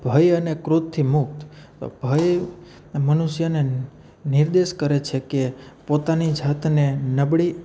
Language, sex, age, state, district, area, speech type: Gujarati, male, 30-45, Gujarat, Rajkot, urban, spontaneous